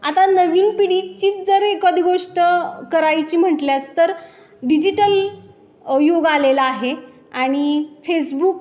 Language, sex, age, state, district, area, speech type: Marathi, female, 18-30, Maharashtra, Satara, urban, spontaneous